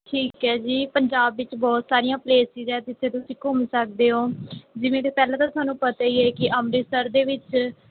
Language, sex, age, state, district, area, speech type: Punjabi, female, 18-30, Punjab, Mohali, rural, conversation